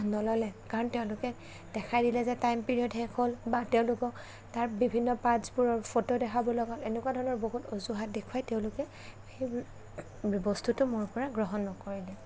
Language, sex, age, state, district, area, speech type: Assamese, female, 18-30, Assam, Kamrup Metropolitan, urban, spontaneous